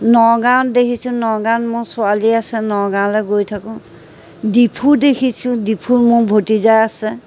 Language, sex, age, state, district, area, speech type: Assamese, female, 60+, Assam, Majuli, urban, spontaneous